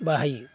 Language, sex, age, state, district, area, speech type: Bodo, male, 45-60, Assam, Baksa, urban, spontaneous